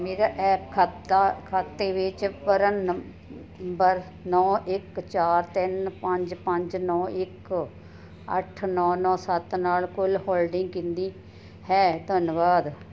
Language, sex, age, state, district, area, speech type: Punjabi, female, 60+, Punjab, Ludhiana, rural, read